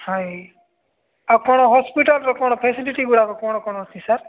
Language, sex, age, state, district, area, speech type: Odia, male, 45-60, Odisha, Nabarangpur, rural, conversation